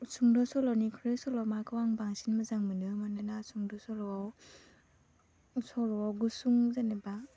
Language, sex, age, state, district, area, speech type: Bodo, female, 18-30, Assam, Baksa, rural, spontaneous